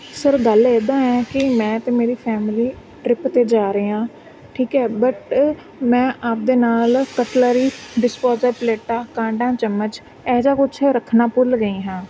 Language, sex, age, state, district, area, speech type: Punjabi, female, 30-45, Punjab, Mansa, urban, spontaneous